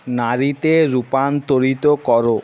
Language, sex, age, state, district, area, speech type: Bengali, male, 30-45, West Bengal, Jhargram, rural, read